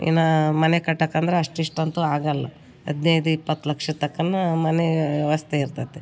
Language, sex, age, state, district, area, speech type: Kannada, female, 60+, Karnataka, Vijayanagara, rural, spontaneous